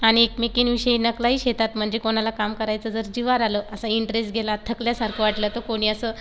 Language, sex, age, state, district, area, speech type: Marathi, female, 18-30, Maharashtra, Buldhana, rural, spontaneous